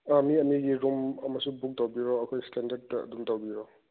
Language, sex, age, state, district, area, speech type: Manipuri, male, 45-60, Manipur, Chandel, rural, conversation